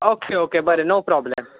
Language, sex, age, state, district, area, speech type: Goan Konkani, male, 18-30, Goa, Bardez, rural, conversation